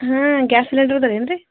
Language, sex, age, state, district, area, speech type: Kannada, female, 30-45, Karnataka, Gulbarga, urban, conversation